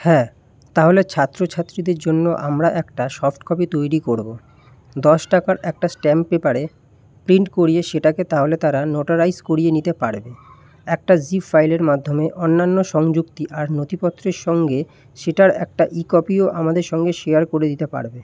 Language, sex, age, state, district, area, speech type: Bengali, male, 18-30, West Bengal, Kolkata, urban, read